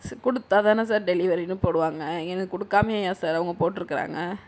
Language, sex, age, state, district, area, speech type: Tamil, female, 60+, Tamil Nadu, Sivaganga, rural, spontaneous